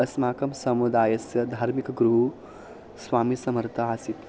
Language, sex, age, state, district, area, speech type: Sanskrit, male, 18-30, Maharashtra, Pune, urban, spontaneous